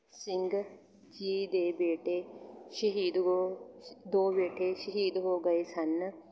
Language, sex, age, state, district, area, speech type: Punjabi, female, 18-30, Punjab, Fatehgarh Sahib, rural, spontaneous